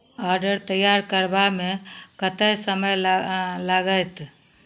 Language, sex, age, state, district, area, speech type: Maithili, female, 60+, Bihar, Madhubani, rural, read